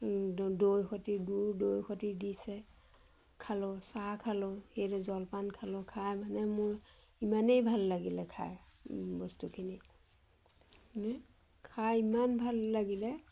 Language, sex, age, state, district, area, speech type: Assamese, female, 45-60, Assam, Majuli, urban, spontaneous